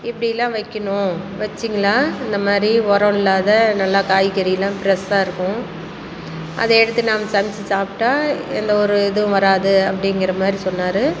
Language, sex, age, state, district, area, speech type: Tamil, female, 60+, Tamil Nadu, Salem, rural, spontaneous